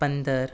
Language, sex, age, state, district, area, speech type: Gujarati, male, 18-30, Gujarat, Anand, rural, spontaneous